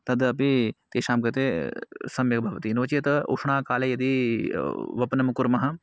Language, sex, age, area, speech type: Sanskrit, male, 18-30, rural, spontaneous